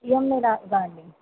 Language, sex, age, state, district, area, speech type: Telugu, female, 45-60, Andhra Pradesh, N T Rama Rao, urban, conversation